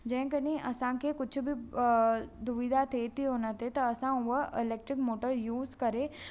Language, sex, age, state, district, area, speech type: Sindhi, female, 18-30, Maharashtra, Thane, urban, spontaneous